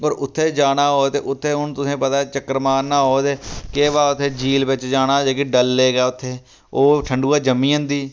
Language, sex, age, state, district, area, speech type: Dogri, male, 30-45, Jammu and Kashmir, Reasi, rural, spontaneous